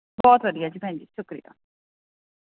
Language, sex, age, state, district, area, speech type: Punjabi, female, 30-45, Punjab, Jalandhar, urban, conversation